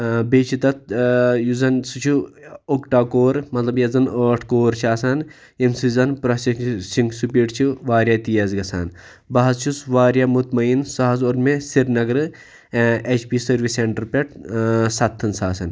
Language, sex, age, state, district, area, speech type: Kashmiri, male, 30-45, Jammu and Kashmir, Pulwama, urban, spontaneous